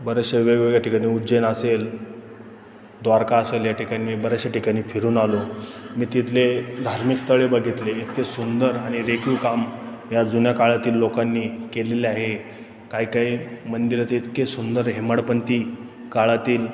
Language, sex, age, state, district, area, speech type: Marathi, male, 30-45, Maharashtra, Ahmednagar, urban, spontaneous